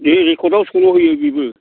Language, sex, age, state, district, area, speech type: Bodo, male, 60+, Assam, Baksa, urban, conversation